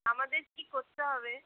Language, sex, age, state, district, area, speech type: Bengali, female, 30-45, West Bengal, Birbhum, urban, conversation